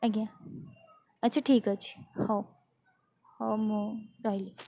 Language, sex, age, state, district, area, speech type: Odia, female, 45-60, Odisha, Bhadrak, rural, spontaneous